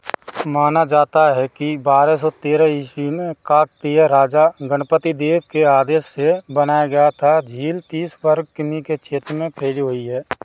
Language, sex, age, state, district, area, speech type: Hindi, male, 30-45, Rajasthan, Bharatpur, rural, read